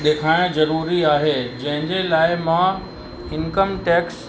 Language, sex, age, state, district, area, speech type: Sindhi, male, 45-60, Uttar Pradesh, Lucknow, rural, spontaneous